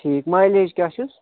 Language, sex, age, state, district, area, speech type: Kashmiri, male, 18-30, Jammu and Kashmir, Budgam, rural, conversation